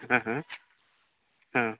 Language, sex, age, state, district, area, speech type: Odia, male, 18-30, Odisha, Nabarangpur, urban, conversation